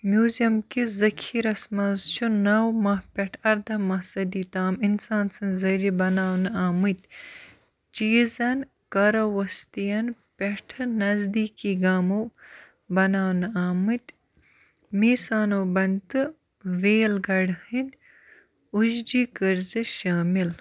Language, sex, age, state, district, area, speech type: Kashmiri, female, 18-30, Jammu and Kashmir, Baramulla, rural, read